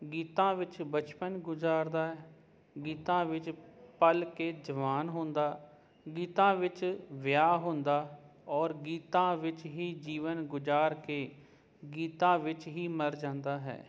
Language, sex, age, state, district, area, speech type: Punjabi, male, 30-45, Punjab, Jalandhar, urban, spontaneous